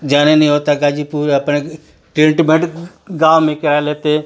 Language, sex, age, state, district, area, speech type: Hindi, male, 45-60, Uttar Pradesh, Ghazipur, rural, spontaneous